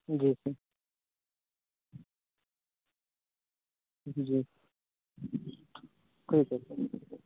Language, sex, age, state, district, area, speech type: Hindi, male, 30-45, Uttar Pradesh, Mirzapur, rural, conversation